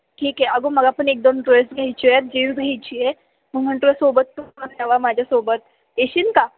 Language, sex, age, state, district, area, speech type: Marathi, female, 18-30, Maharashtra, Ahmednagar, rural, conversation